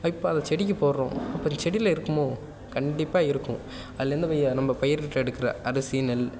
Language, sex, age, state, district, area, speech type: Tamil, male, 18-30, Tamil Nadu, Nagapattinam, urban, spontaneous